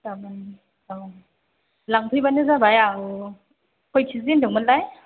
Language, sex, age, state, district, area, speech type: Bodo, female, 18-30, Assam, Chirang, urban, conversation